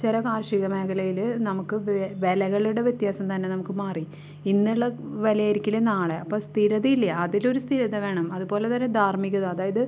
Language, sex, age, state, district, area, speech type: Malayalam, female, 30-45, Kerala, Thrissur, urban, spontaneous